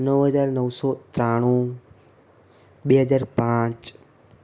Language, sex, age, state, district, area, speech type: Gujarati, male, 18-30, Gujarat, Ahmedabad, urban, spontaneous